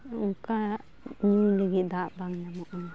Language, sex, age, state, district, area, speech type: Santali, female, 18-30, West Bengal, Malda, rural, spontaneous